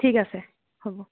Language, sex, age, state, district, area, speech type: Assamese, female, 18-30, Assam, Dhemaji, rural, conversation